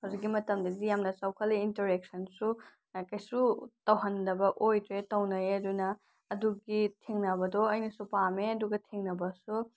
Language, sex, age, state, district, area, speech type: Manipuri, female, 18-30, Manipur, Senapati, rural, spontaneous